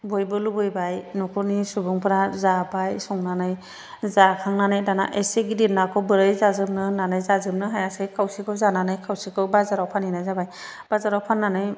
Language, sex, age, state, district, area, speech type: Bodo, female, 45-60, Assam, Chirang, urban, spontaneous